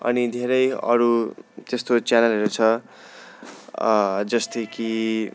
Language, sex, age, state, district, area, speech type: Nepali, male, 18-30, West Bengal, Darjeeling, rural, spontaneous